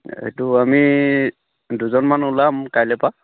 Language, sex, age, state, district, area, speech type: Assamese, male, 30-45, Assam, Sivasagar, rural, conversation